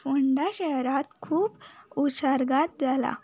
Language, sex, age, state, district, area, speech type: Goan Konkani, female, 18-30, Goa, Ponda, rural, spontaneous